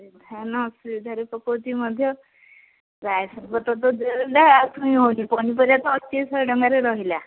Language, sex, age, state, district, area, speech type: Odia, female, 45-60, Odisha, Gajapati, rural, conversation